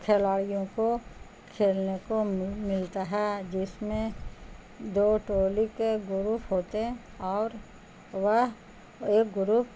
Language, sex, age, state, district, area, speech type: Urdu, female, 60+, Bihar, Gaya, urban, spontaneous